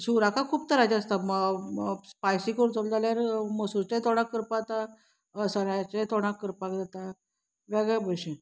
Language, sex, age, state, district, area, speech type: Goan Konkani, female, 45-60, Goa, Salcete, urban, spontaneous